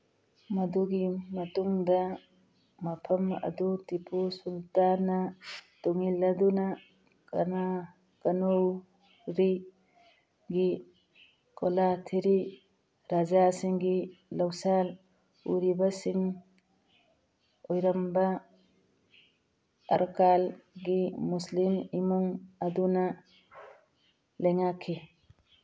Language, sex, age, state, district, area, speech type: Manipuri, female, 45-60, Manipur, Churachandpur, urban, read